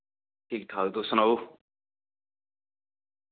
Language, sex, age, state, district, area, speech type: Dogri, male, 30-45, Jammu and Kashmir, Udhampur, rural, conversation